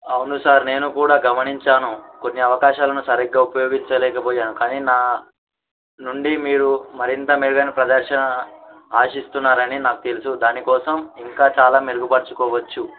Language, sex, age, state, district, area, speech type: Telugu, male, 18-30, Telangana, Mahabubabad, urban, conversation